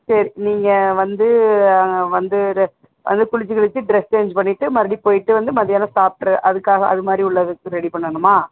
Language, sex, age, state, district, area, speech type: Tamil, female, 60+, Tamil Nadu, Sivaganga, rural, conversation